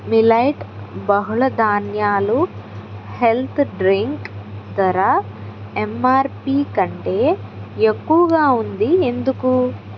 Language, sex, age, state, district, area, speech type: Telugu, female, 30-45, Andhra Pradesh, Palnadu, rural, read